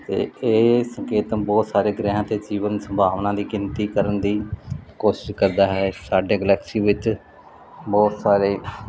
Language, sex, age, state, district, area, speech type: Punjabi, male, 30-45, Punjab, Mansa, urban, spontaneous